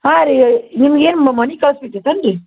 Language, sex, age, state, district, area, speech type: Kannada, female, 30-45, Karnataka, Koppal, rural, conversation